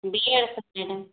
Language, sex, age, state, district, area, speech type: Hindi, female, 45-60, Uttar Pradesh, Ayodhya, rural, conversation